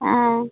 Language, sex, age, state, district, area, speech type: Santali, female, 18-30, West Bengal, Birbhum, rural, conversation